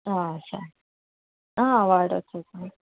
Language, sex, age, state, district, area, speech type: Telugu, female, 18-30, Andhra Pradesh, Krishna, urban, conversation